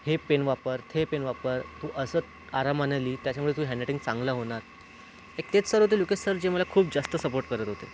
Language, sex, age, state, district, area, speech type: Marathi, male, 18-30, Maharashtra, Nagpur, rural, spontaneous